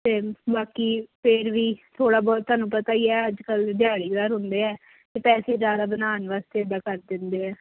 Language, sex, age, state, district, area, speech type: Punjabi, female, 18-30, Punjab, Kapurthala, urban, conversation